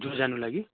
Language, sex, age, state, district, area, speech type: Nepali, male, 30-45, West Bengal, Darjeeling, rural, conversation